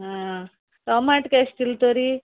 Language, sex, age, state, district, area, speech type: Goan Konkani, female, 30-45, Goa, Salcete, rural, conversation